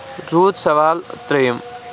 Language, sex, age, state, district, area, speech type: Kashmiri, male, 18-30, Jammu and Kashmir, Shopian, rural, spontaneous